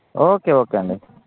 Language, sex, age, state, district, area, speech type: Telugu, male, 30-45, Andhra Pradesh, Anantapur, urban, conversation